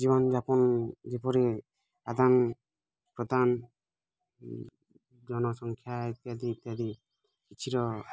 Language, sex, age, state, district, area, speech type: Odia, male, 18-30, Odisha, Bargarh, urban, spontaneous